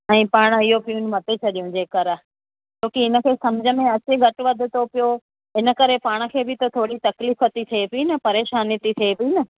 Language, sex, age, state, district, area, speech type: Sindhi, female, 45-60, Gujarat, Kutch, urban, conversation